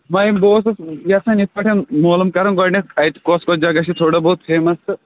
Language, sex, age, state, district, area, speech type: Kashmiri, male, 30-45, Jammu and Kashmir, Bandipora, rural, conversation